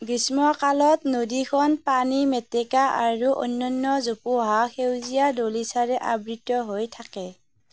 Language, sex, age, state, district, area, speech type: Assamese, female, 30-45, Assam, Darrang, rural, read